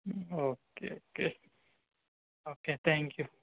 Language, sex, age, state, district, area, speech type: Malayalam, male, 18-30, Kerala, Wayanad, rural, conversation